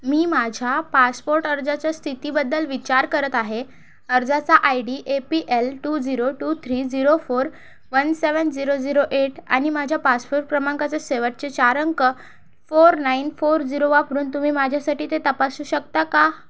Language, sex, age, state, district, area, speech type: Marathi, female, 30-45, Maharashtra, Thane, urban, read